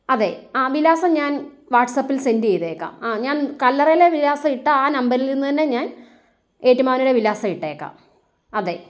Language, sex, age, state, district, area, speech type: Malayalam, female, 30-45, Kerala, Kottayam, rural, spontaneous